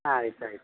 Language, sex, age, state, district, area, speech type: Kannada, male, 60+, Karnataka, Shimoga, rural, conversation